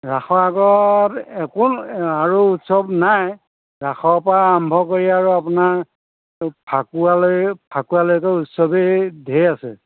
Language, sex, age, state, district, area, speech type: Assamese, male, 45-60, Assam, Majuli, rural, conversation